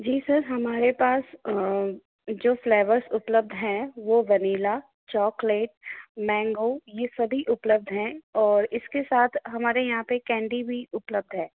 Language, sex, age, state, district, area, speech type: Hindi, female, 18-30, Rajasthan, Jaipur, urban, conversation